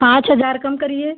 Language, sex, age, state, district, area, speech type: Hindi, female, 30-45, Uttar Pradesh, Lucknow, rural, conversation